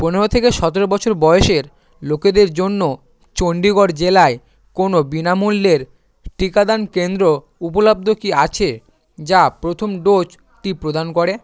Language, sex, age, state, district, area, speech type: Bengali, male, 18-30, West Bengal, South 24 Parganas, rural, read